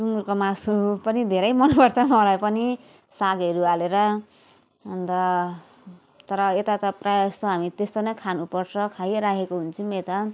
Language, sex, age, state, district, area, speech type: Nepali, female, 30-45, West Bengal, Jalpaiguri, urban, spontaneous